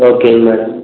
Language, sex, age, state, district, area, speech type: Tamil, male, 18-30, Tamil Nadu, Erode, rural, conversation